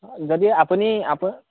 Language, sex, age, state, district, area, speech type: Assamese, male, 18-30, Assam, Golaghat, rural, conversation